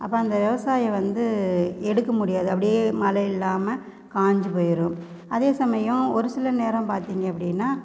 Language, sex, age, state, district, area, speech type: Tamil, female, 30-45, Tamil Nadu, Namakkal, rural, spontaneous